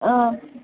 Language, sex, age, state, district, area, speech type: Kannada, female, 60+, Karnataka, Bellary, rural, conversation